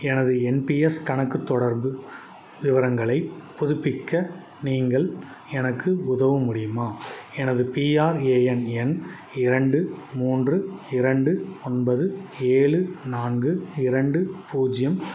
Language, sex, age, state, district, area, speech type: Tamil, male, 30-45, Tamil Nadu, Salem, urban, read